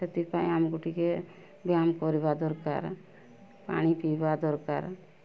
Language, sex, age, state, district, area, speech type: Odia, female, 45-60, Odisha, Mayurbhanj, rural, spontaneous